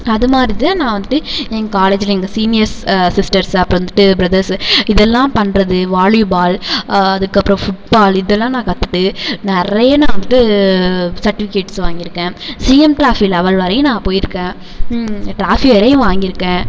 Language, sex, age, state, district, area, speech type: Tamil, female, 18-30, Tamil Nadu, Tiruvarur, rural, spontaneous